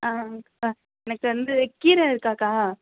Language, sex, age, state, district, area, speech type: Tamil, female, 18-30, Tamil Nadu, Madurai, urban, conversation